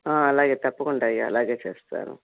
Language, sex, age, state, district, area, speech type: Telugu, female, 45-60, Andhra Pradesh, Krishna, rural, conversation